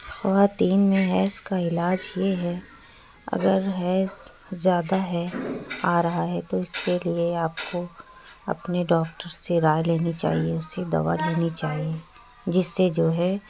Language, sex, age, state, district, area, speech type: Urdu, female, 45-60, Uttar Pradesh, Lucknow, rural, spontaneous